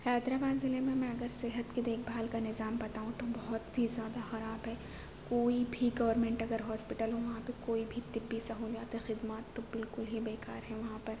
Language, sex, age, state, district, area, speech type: Urdu, female, 18-30, Telangana, Hyderabad, urban, spontaneous